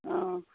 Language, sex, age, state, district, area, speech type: Assamese, female, 60+, Assam, Sivasagar, rural, conversation